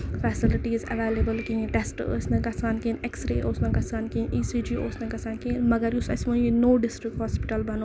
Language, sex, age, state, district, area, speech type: Kashmiri, female, 18-30, Jammu and Kashmir, Ganderbal, rural, spontaneous